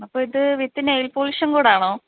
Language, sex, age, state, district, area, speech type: Malayalam, female, 30-45, Kerala, Pathanamthitta, rural, conversation